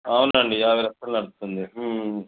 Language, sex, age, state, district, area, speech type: Telugu, male, 30-45, Telangana, Mancherial, rural, conversation